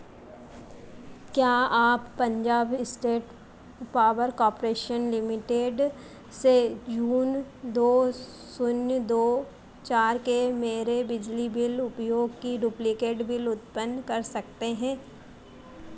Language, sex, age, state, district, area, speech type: Hindi, female, 45-60, Madhya Pradesh, Harda, urban, read